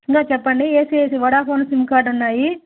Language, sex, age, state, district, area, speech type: Telugu, female, 30-45, Andhra Pradesh, Chittoor, rural, conversation